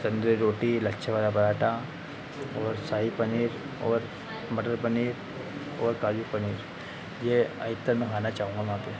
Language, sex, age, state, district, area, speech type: Hindi, male, 30-45, Madhya Pradesh, Harda, urban, spontaneous